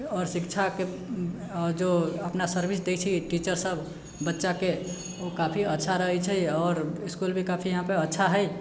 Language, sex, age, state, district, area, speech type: Maithili, male, 18-30, Bihar, Sitamarhi, urban, spontaneous